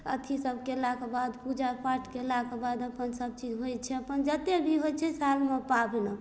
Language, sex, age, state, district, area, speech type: Maithili, female, 30-45, Bihar, Darbhanga, urban, spontaneous